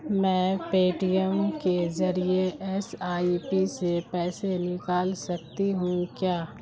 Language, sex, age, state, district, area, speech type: Urdu, female, 60+, Bihar, Khagaria, rural, read